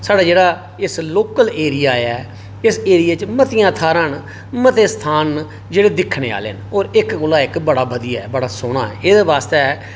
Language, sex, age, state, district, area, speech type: Dogri, male, 45-60, Jammu and Kashmir, Reasi, urban, spontaneous